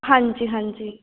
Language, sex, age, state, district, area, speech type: Punjabi, female, 18-30, Punjab, Patiala, urban, conversation